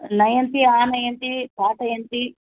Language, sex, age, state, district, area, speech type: Sanskrit, female, 60+, Karnataka, Bangalore Urban, urban, conversation